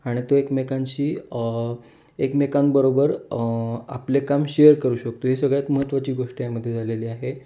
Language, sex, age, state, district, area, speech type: Marathi, male, 18-30, Maharashtra, Kolhapur, urban, spontaneous